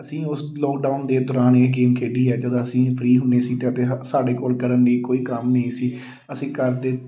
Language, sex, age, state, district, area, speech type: Punjabi, male, 30-45, Punjab, Amritsar, urban, spontaneous